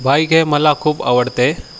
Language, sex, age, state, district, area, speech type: Marathi, male, 18-30, Maharashtra, Nanded, rural, spontaneous